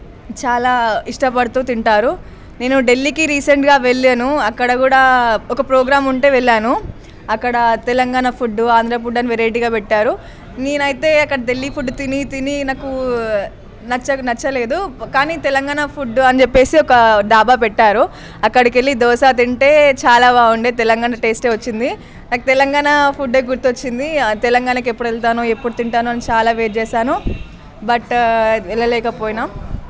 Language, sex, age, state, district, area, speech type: Telugu, female, 18-30, Telangana, Nalgonda, urban, spontaneous